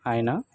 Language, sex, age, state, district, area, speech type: Telugu, male, 18-30, Telangana, Khammam, urban, spontaneous